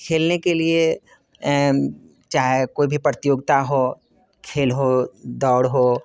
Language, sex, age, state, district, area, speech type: Hindi, male, 30-45, Bihar, Muzaffarpur, urban, spontaneous